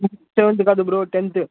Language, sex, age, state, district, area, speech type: Telugu, male, 18-30, Andhra Pradesh, Palnadu, rural, conversation